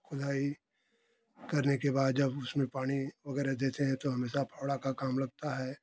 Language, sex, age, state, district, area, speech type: Hindi, male, 60+, Uttar Pradesh, Ghazipur, rural, spontaneous